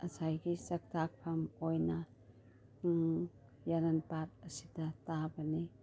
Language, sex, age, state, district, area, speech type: Manipuri, female, 30-45, Manipur, Imphal East, rural, spontaneous